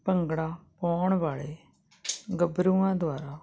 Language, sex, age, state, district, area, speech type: Punjabi, female, 45-60, Punjab, Jalandhar, rural, spontaneous